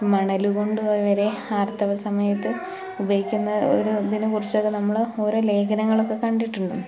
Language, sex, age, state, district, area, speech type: Malayalam, female, 18-30, Kerala, Malappuram, rural, spontaneous